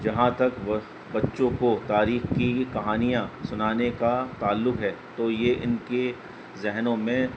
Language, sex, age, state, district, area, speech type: Urdu, male, 30-45, Delhi, North East Delhi, urban, spontaneous